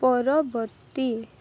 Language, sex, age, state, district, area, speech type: Odia, female, 18-30, Odisha, Rayagada, rural, read